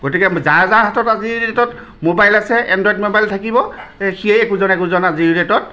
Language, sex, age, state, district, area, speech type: Assamese, male, 45-60, Assam, Jorhat, urban, spontaneous